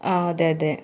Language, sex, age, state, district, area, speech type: Malayalam, female, 18-30, Kerala, Ernakulam, rural, spontaneous